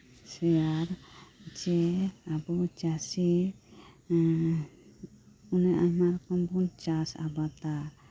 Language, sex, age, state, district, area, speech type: Santali, female, 30-45, West Bengal, Birbhum, rural, spontaneous